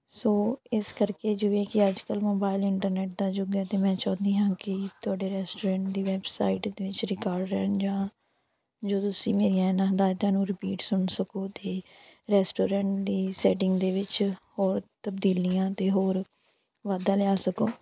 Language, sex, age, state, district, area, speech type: Punjabi, female, 30-45, Punjab, Tarn Taran, rural, spontaneous